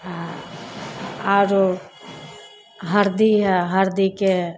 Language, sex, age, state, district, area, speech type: Maithili, female, 30-45, Bihar, Samastipur, rural, spontaneous